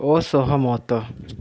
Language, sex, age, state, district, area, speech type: Odia, male, 18-30, Odisha, Subarnapur, urban, read